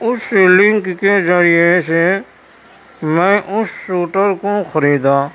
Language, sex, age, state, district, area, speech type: Urdu, male, 30-45, Uttar Pradesh, Gautam Buddha Nagar, rural, spontaneous